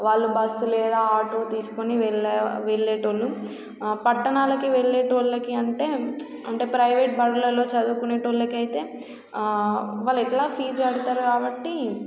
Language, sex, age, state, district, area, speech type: Telugu, female, 18-30, Telangana, Warangal, rural, spontaneous